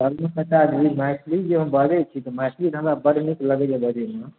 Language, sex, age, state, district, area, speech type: Maithili, male, 18-30, Bihar, Darbhanga, rural, conversation